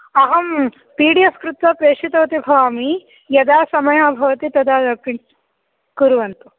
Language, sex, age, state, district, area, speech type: Sanskrit, female, 18-30, Karnataka, Shimoga, rural, conversation